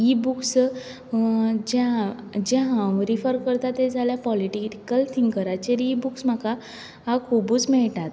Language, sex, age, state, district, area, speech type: Goan Konkani, female, 18-30, Goa, Quepem, rural, spontaneous